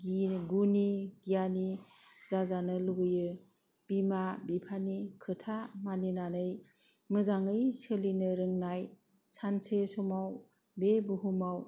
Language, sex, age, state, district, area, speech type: Bodo, female, 45-60, Assam, Kokrajhar, rural, spontaneous